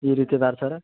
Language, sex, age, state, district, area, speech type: Kannada, male, 45-60, Karnataka, Belgaum, rural, conversation